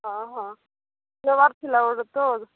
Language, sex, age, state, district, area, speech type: Odia, female, 18-30, Odisha, Kalahandi, rural, conversation